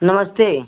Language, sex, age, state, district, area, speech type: Hindi, female, 60+, Uttar Pradesh, Chandauli, rural, conversation